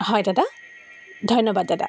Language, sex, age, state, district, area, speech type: Assamese, female, 45-60, Assam, Dibrugarh, rural, spontaneous